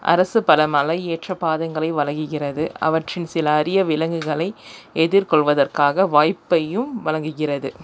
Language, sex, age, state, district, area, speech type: Tamil, female, 30-45, Tamil Nadu, Krishnagiri, rural, read